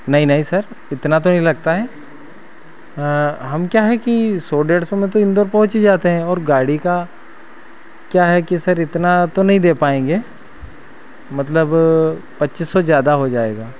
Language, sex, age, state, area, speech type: Hindi, male, 30-45, Madhya Pradesh, rural, spontaneous